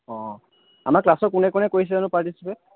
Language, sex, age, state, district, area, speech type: Assamese, male, 18-30, Assam, Charaideo, urban, conversation